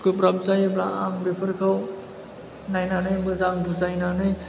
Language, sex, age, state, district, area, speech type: Bodo, male, 18-30, Assam, Chirang, rural, spontaneous